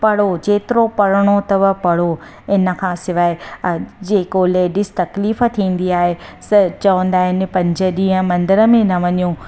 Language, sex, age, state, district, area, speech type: Sindhi, female, 30-45, Gujarat, Surat, urban, spontaneous